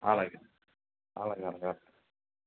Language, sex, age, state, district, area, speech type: Telugu, male, 45-60, Andhra Pradesh, Eluru, rural, conversation